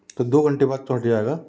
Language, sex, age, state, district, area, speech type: Hindi, male, 30-45, Madhya Pradesh, Gwalior, rural, spontaneous